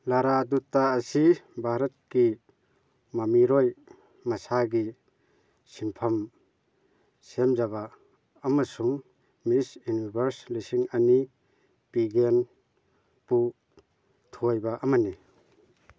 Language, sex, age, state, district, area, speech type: Manipuri, male, 30-45, Manipur, Kakching, rural, read